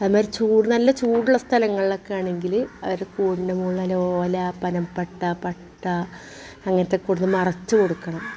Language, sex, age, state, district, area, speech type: Malayalam, female, 45-60, Kerala, Malappuram, rural, spontaneous